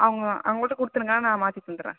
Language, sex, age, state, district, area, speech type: Tamil, female, 18-30, Tamil Nadu, Tiruvarur, rural, conversation